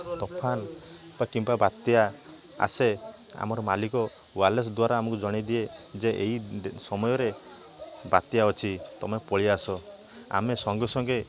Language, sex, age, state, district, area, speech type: Odia, male, 30-45, Odisha, Balasore, rural, spontaneous